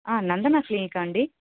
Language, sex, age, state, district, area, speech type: Telugu, female, 30-45, Andhra Pradesh, Annamaya, urban, conversation